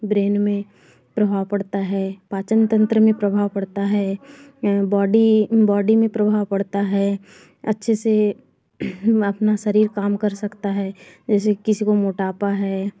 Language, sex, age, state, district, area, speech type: Hindi, female, 30-45, Madhya Pradesh, Bhopal, rural, spontaneous